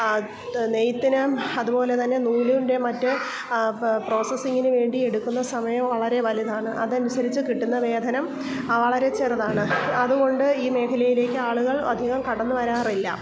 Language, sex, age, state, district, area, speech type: Malayalam, female, 45-60, Kerala, Kollam, rural, spontaneous